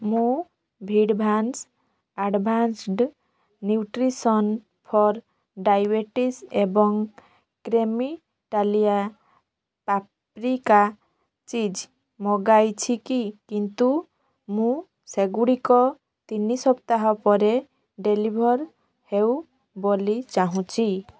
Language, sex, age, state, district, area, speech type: Odia, female, 30-45, Odisha, Balasore, rural, read